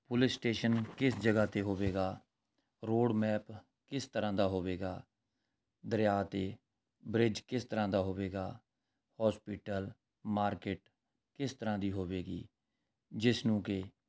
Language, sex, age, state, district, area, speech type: Punjabi, male, 45-60, Punjab, Rupnagar, urban, spontaneous